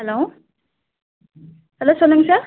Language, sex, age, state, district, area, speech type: Tamil, female, 30-45, Tamil Nadu, Nilgiris, urban, conversation